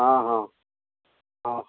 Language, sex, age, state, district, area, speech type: Odia, male, 60+, Odisha, Gajapati, rural, conversation